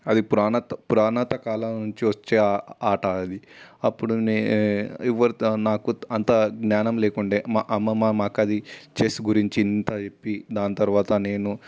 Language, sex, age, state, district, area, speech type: Telugu, male, 18-30, Telangana, Ranga Reddy, urban, spontaneous